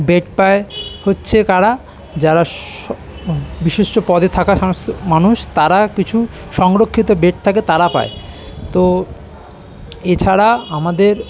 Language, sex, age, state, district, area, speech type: Bengali, male, 30-45, West Bengal, Kolkata, urban, spontaneous